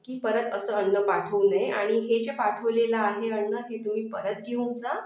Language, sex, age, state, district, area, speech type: Marathi, other, 30-45, Maharashtra, Akola, urban, spontaneous